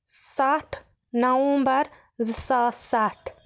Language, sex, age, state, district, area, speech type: Kashmiri, female, 18-30, Jammu and Kashmir, Baramulla, rural, spontaneous